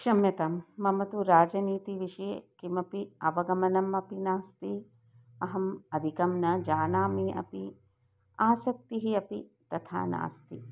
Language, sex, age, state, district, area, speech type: Sanskrit, female, 60+, Karnataka, Dharwad, urban, spontaneous